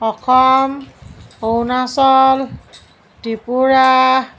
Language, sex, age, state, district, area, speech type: Assamese, female, 45-60, Assam, Morigaon, rural, spontaneous